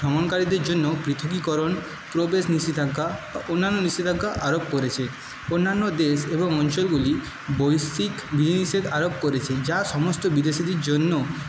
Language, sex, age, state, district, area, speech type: Bengali, male, 30-45, West Bengal, Paschim Medinipur, urban, spontaneous